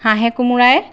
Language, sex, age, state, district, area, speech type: Assamese, female, 30-45, Assam, Golaghat, urban, spontaneous